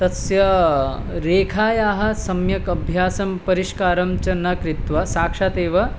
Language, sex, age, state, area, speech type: Sanskrit, male, 18-30, Tripura, rural, spontaneous